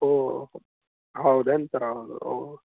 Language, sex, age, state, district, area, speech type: Kannada, male, 18-30, Karnataka, Gulbarga, urban, conversation